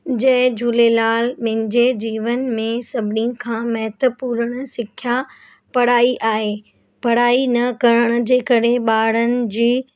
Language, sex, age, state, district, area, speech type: Sindhi, female, 30-45, Maharashtra, Mumbai Suburban, urban, spontaneous